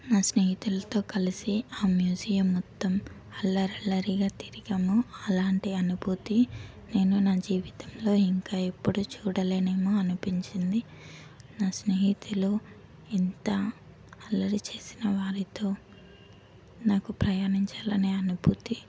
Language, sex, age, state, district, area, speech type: Telugu, female, 18-30, Telangana, Hyderabad, urban, spontaneous